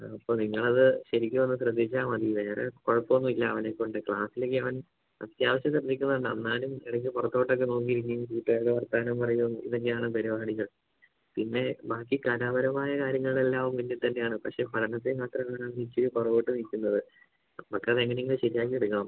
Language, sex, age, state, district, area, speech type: Malayalam, male, 18-30, Kerala, Idukki, urban, conversation